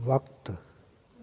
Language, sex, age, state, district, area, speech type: Sindhi, male, 45-60, Delhi, South Delhi, urban, read